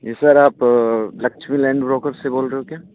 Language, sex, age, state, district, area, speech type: Hindi, male, 18-30, Rajasthan, Bharatpur, rural, conversation